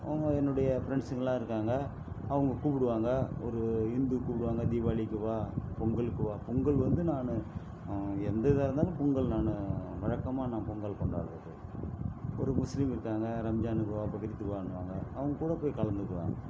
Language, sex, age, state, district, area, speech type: Tamil, male, 60+, Tamil Nadu, Viluppuram, rural, spontaneous